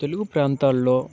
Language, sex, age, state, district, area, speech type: Telugu, male, 18-30, Andhra Pradesh, Bapatla, urban, spontaneous